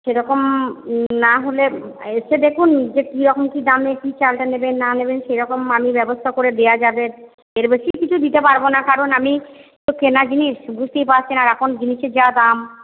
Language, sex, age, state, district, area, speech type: Bengali, female, 60+, West Bengal, Purba Bardhaman, urban, conversation